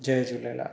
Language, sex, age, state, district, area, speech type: Sindhi, male, 30-45, Gujarat, Surat, urban, spontaneous